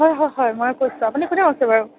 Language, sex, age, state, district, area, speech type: Assamese, female, 18-30, Assam, Morigaon, rural, conversation